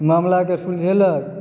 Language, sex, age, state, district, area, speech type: Maithili, male, 30-45, Bihar, Supaul, rural, spontaneous